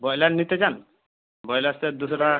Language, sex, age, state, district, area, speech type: Bengali, male, 18-30, West Bengal, Purba Medinipur, rural, conversation